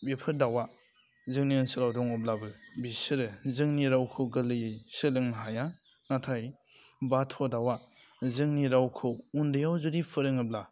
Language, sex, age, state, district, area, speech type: Bodo, male, 18-30, Assam, Udalguri, urban, spontaneous